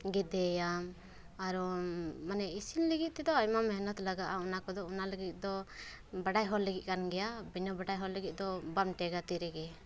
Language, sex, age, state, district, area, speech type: Santali, female, 18-30, West Bengal, Paschim Bardhaman, rural, spontaneous